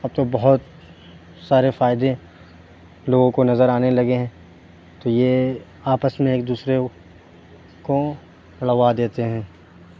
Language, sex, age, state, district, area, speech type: Urdu, male, 18-30, Uttar Pradesh, Lucknow, urban, spontaneous